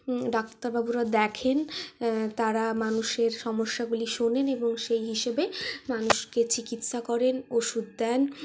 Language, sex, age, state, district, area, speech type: Bengali, female, 18-30, West Bengal, Purulia, urban, spontaneous